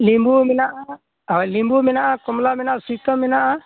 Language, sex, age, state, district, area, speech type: Santali, male, 60+, Odisha, Mayurbhanj, rural, conversation